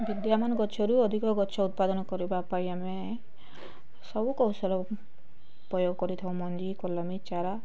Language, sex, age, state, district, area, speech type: Odia, female, 18-30, Odisha, Bargarh, rural, spontaneous